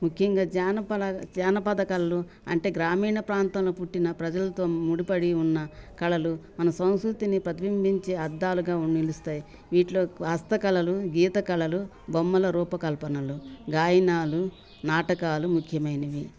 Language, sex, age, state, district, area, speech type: Telugu, female, 60+, Telangana, Ranga Reddy, rural, spontaneous